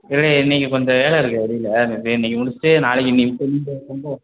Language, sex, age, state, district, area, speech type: Tamil, male, 30-45, Tamil Nadu, Sivaganga, rural, conversation